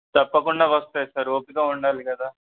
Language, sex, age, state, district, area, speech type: Telugu, male, 18-30, Telangana, Medak, rural, conversation